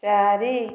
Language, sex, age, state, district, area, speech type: Odia, female, 30-45, Odisha, Dhenkanal, rural, read